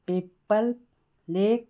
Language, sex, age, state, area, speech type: Goan Konkani, female, 45-60, Goa, rural, spontaneous